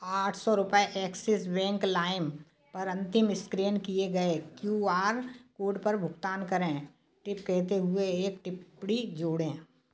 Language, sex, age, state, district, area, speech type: Hindi, female, 60+, Madhya Pradesh, Gwalior, urban, read